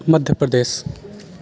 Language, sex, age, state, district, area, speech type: Maithili, male, 18-30, Bihar, Sitamarhi, rural, spontaneous